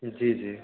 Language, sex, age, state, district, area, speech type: Hindi, male, 18-30, Bihar, Samastipur, rural, conversation